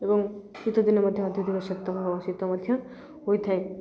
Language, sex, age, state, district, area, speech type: Odia, female, 18-30, Odisha, Jagatsinghpur, rural, spontaneous